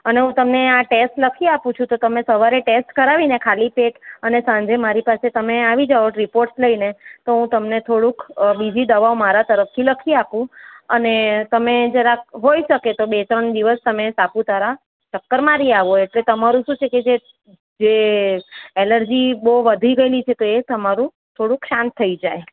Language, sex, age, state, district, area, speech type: Gujarati, female, 45-60, Gujarat, Surat, urban, conversation